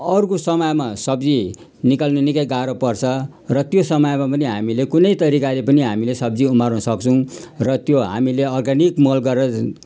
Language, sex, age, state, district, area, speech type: Nepali, male, 60+, West Bengal, Jalpaiguri, urban, spontaneous